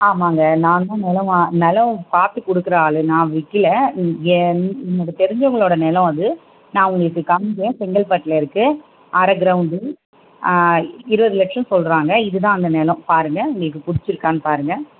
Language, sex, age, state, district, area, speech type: Tamil, female, 30-45, Tamil Nadu, Chengalpattu, urban, conversation